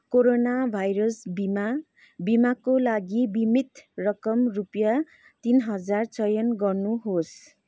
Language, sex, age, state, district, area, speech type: Nepali, female, 30-45, West Bengal, Kalimpong, rural, read